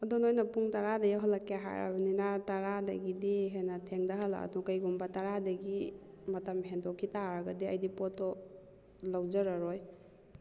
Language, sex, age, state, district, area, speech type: Manipuri, female, 30-45, Manipur, Kakching, rural, spontaneous